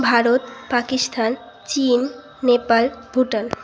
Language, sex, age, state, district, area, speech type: Bengali, female, 18-30, West Bengal, Bankura, urban, spontaneous